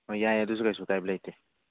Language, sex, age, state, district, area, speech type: Manipuri, male, 45-60, Manipur, Churachandpur, rural, conversation